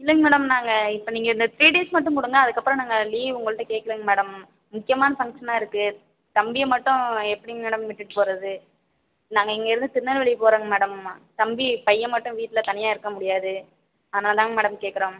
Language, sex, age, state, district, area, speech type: Tamil, female, 45-60, Tamil Nadu, Ariyalur, rural, conversation